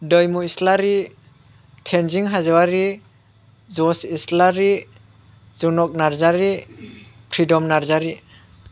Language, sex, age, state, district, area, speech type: Bodo, male, 30-45, Assam, Chirang, rural, spontaneous